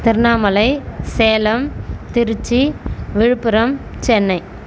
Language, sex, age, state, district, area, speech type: Tamil, female, 30-45, Tamil Nadu, Tiruvannamalai, urban, spontaneous